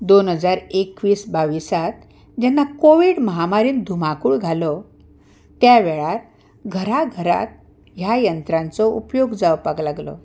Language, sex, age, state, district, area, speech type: Goan Konkani, female, 45-60, Goa, Ponda, rural, spontaneous